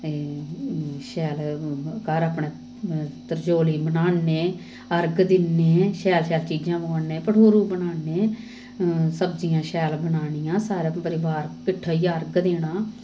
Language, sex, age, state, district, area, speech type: Dogri, female, 30-45, Jammu and Kashmir, Samba, rural, spontaneous